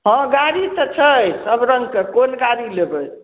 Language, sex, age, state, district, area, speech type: Maithili, female, 60+, Bihar, Samastipur, rural, conversation